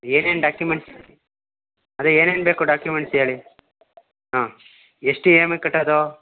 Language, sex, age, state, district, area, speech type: Kannada, male, 18-30, Karnataka, Mysore, urban, conversation